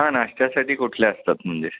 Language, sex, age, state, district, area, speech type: Marathi, male, 60+, Maharashtra, Kolhapur, urban, conversation